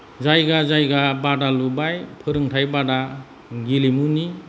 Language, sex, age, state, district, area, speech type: Bodo, male, 45-60, Assam, Kokrajhar, rural, spontaneous